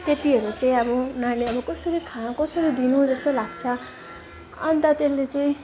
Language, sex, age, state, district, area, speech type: Nepali, female, 18-30, West Bengal, Jalpaiguri, rural, spontaneous